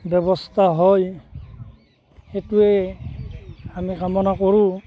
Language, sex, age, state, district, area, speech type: Assamese, male, 45-60, Assam, Barpeta, rural, spontaneous